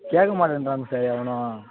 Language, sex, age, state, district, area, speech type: Tamil, male, 18-30, Tamil Nadu, Kallakurichi, rural, conversation